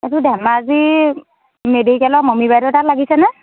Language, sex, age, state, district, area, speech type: Assamese, female, 30-45, Assam, Dhemaji, rural, conversation